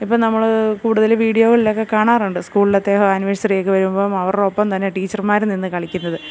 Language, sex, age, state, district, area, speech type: Malayalam, female, 30-45, Kerala, Kottayam, urban, spontaneous